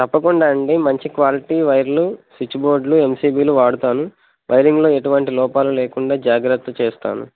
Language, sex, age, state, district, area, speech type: Telugu, male, 18-30, Telangana, Nagarkurnool, urban, conversation